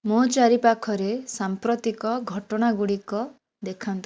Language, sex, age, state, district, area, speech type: Odia, female, 18-30, Odisha, Bhadrak, rural, read